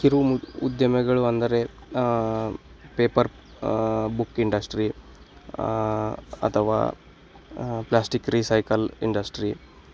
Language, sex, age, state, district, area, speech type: Kannada, male, 18-30, Karnataka, Bagalkot, rural, spontaneous